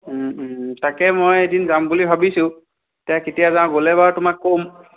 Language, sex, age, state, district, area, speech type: Assamese, male, 30-45, Assam, Biswanath, rural, conversation